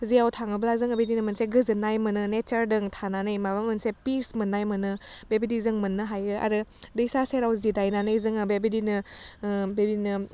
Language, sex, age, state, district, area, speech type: Bodo, female, 30-45, Assam, Udalguri, urban, spontaneous